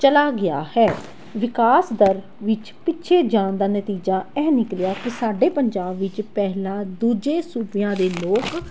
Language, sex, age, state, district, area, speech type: Punjabi, female, 18-30, Punjab, Tarn Taran, urban, spontaneous